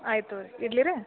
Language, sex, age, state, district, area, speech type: Kannada, female, 60+, Karnataka, Belgaum, rural, conversation